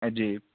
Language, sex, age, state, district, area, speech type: Urdu, male, 18-30, Uttar Pradesh, Ghaziabad, urban, conversation